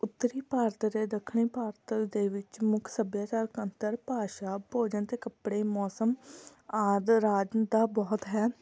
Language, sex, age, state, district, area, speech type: Punjabi, female, 18-30, Punjab, Fatehgarh Sahib, rural, spontaneous